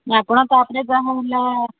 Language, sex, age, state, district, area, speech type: Odia, female, 30-45, Odisha, Kendujhar, urban, conversation